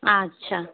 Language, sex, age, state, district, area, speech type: Bengali, female, 45-60, West Bengal, Hooghly, rural, conversation